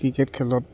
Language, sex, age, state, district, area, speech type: Assamese, male, 30-45, Assam, Charaideo, urban, spontaneous